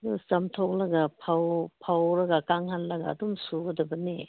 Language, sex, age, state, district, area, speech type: Manipuri, female, 18-30, Manipur, Kangpokpi, urban, conversation